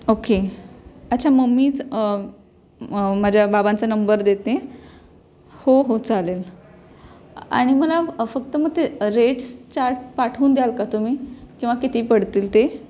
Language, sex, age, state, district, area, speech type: Marathi, female, 18-30, Maharashtra, Pune, urban, spontaneous